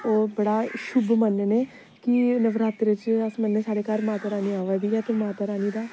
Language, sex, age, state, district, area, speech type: Dogri, female, 18-30, Jammu and Kashmir, Samba, rural, spontaneous